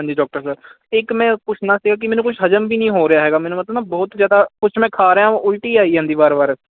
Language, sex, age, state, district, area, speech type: Punjabi, male, 18-30, Punjab, Ludhiana, urban, conversation